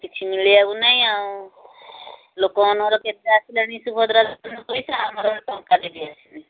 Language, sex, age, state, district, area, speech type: Odia, female, 60+, Odisha, Gajapati, rural, conversation